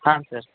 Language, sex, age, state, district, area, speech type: Kannada, male, 18-30, Karnataka, Gadag, rural, conversation